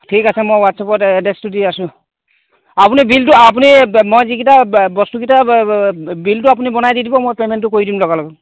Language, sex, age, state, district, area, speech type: Assamese, male, 30-45, Assam, Golaghat, rural, conversation